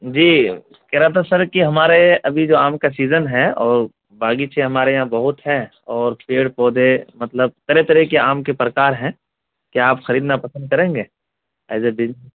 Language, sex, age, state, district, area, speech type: Urdu, male, 30-45, Bihar, Khagaria, rural, conversation